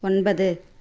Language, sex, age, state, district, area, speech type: Tamil, female, 30-45, Tamil Nadu, Tirupattur, rural, read